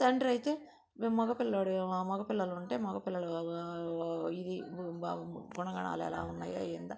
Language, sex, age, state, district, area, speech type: Telugu, female, 45-60, Andhra Pradesh, Nellore, rural, spontaneous